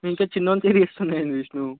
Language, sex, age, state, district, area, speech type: Telugu, male, 18-30, Telangana, Peddapalli, rural, conversation